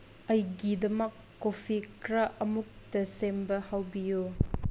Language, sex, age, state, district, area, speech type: Manipuri, female, 18-30, Manipur, Senapati, urban, read